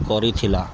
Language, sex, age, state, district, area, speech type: Odia, male, 30-45, Odisha, Kendrapara, urban, spontaneous